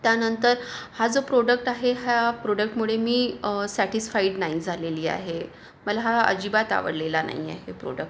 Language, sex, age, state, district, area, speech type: Marathi, female, 45-60, Maharashtra, Yavatmal, urban, spontaneous